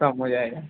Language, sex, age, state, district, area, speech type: Hindi, male, 18-30, Uttar Pradesh, Mau, rural, conversation